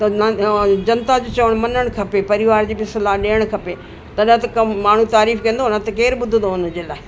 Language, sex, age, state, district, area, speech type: Sindhi, female, 60+, Delhi, South Delhi, urban, spontaneous